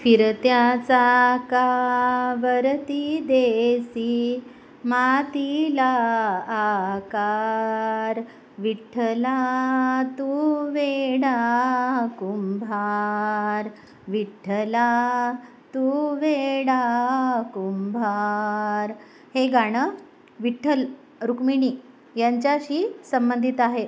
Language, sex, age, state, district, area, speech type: Marathi, female, 45-60, Maharashtra, Nanded, rural, spontaneous